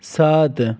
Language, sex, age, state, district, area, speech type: Hindi, male, 18-30, Rajasthan, Jaipur, urban, read